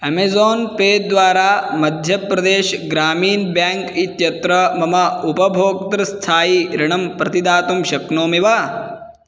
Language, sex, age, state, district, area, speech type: Sanskrit, male, 18-30, Karnataka, Bagalkot, rural, read